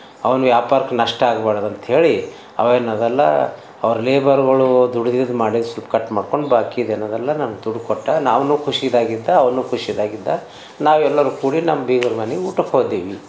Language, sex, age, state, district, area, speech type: Kannada, male, 60+, Karnataka, Bidar, urban, spontaneous